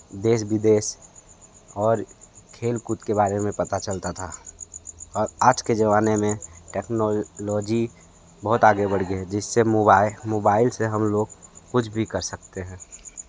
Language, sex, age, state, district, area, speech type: Hindi, male, 18-30, Uttar Pradesh, Sonbhadra, rural, spontaneous